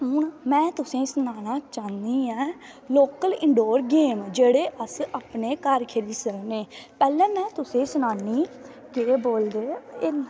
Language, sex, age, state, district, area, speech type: Dogri, female, 18-30, Jammu and Kashmir, Kathua, rural, spontaneous